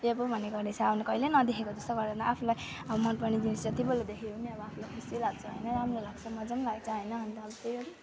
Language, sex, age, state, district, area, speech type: Nepali, female, 18-30, West Bengal, Alipurduar, rural, spontaneous